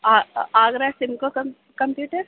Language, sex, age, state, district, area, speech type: Urdu, female, 18-30, Uttar Pradesh, Gautam Buddha Nagar, urban, conversation